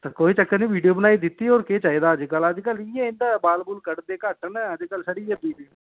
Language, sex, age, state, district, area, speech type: Dogri, male, 18-30, Jammu and Kashmir, Reasi, urban, conversation